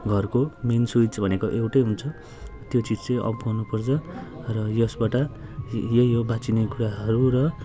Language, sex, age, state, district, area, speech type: Nepali, male, 30-45, West Bengal, Jalpaiguri, rural, spontaneous